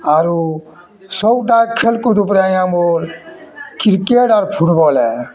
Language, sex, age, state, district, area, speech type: Odia, male, 45-60, Odisha, Bargarh, urban, spontaneous